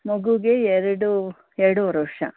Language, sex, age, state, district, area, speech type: Kannada, female, 45-60, Karnataka, Bangalore Urban, urban, conversation